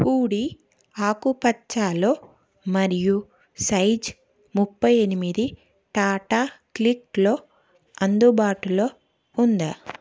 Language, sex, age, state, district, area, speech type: Telugu, female, 30-45, Telangana, Karimnagar, urban, read